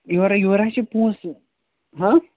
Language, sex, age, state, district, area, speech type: Kashmiri, male, 30-45, Jammu and Kashmir, Srinagar, urban, conversation